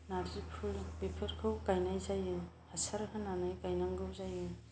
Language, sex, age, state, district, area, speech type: Bodo, female, 45-60, Assam, Kokrajhar, rural, spontaneous